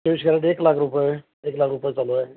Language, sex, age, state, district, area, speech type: Marathi, male, 60+, Maharashtra, Nanded, rural, conversation